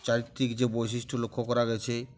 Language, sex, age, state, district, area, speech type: Bengali, male, 45-60, West Bengal, Uttar Dinajpur, urban, spontaneous